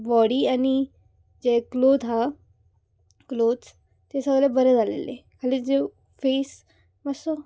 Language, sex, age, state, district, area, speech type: Goan Konkani, female, 18-30, Goa, Murmgao, urban, spontaneous